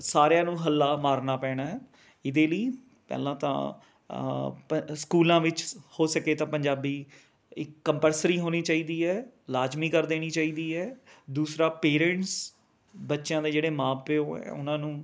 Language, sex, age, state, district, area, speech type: Punjabi, male, 30-45, Punjab, Rupnagar, urban, spontaneous